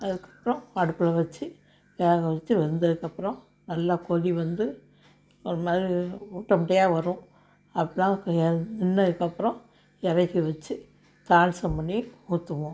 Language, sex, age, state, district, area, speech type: Tamil, female, 60+, Tamil Nadu, Thoothukudi, rural, spontaneous